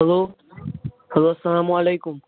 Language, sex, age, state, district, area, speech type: Kashmiri, male, 18-30, Jammu and Kashmir, Srinagar, urban, conversation